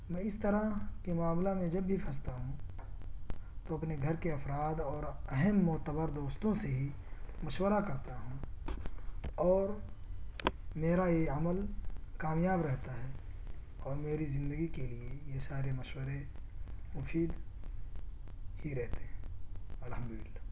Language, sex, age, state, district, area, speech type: Urdu, male, 18-30, Delhi, South Delhi, urban, spontaneous